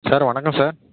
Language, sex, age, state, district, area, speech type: Tamil, male, 30-45, Tamil Nadu, Tiruvarur, urban, conversation